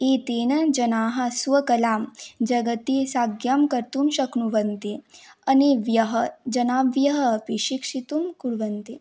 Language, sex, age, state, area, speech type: Sanskrit, female, 18-30, Assam, rural, spontaneous